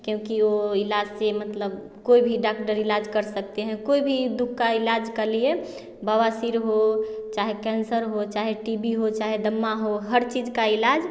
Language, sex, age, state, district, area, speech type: Hindi, female, 30-45, Bihar, Samastipur, rural, spontaneous